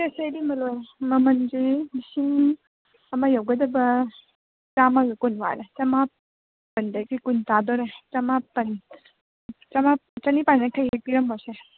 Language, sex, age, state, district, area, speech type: Manipuri, female, 18-30, Manipur, Senapati, rural, conversation